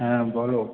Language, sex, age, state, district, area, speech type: Bengali, male, 18-30, West Bengal, South 24 Parganas, rural, conversation